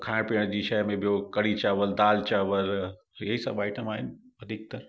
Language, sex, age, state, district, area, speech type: Sindhi, male, 45-60, Uttar Pradesh, Lucknow, urban, spontaneous